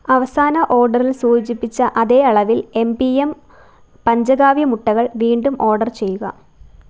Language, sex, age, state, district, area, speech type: Malayalam, female, 18-30, Kerala, Alappuzha, rural, read